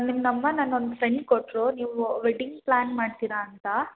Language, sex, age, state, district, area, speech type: Kannada, female, 18-30, Karnataka, Hassan, urban, conversation